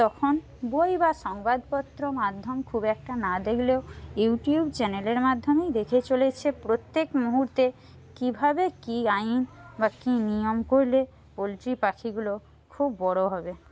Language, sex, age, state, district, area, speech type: Bengali, female, 60+, West Bengal, Paschim Medinipur, rural, spontaneous